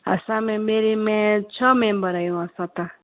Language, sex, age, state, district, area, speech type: Sindhi, female, 30-45, Gujarat, Surat, urban, conversation